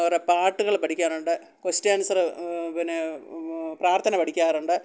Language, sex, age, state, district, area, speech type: Malayalam, female, 60+, Kerala, Pathanamthitta, rural, spontaneous